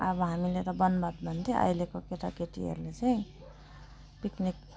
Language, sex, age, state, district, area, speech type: Nepali, female, 45-60, West Bengal, Alipurduar, rural, spontaneous